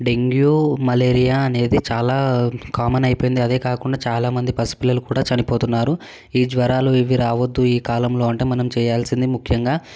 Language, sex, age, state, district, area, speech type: Telugu, male, 18-30, Telangana, Hyderabad, urban, spontaneous